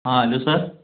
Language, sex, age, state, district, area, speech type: Hindi, male, 18-30, Madhya Pradesh, Gwalior, urban, conversation